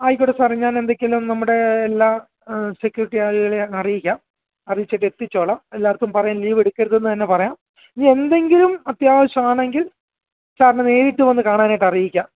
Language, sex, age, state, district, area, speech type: Malayalam, male, 30-45, Kerala, Alappuzha, rural, conversation